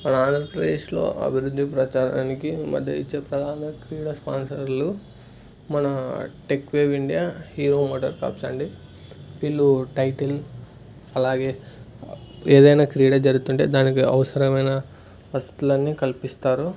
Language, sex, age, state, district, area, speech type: Telugu, male, 18-30, Andhra Pradesh, Sri Satya Sai, urban, spontaneous